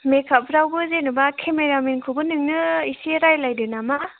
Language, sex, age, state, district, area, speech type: Bodo, female, 18-30, Assam, Chirang, rural, conversation